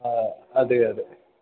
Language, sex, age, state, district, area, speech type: Malayalam, male, 18-30, Kerala, Idukki, rural, conversation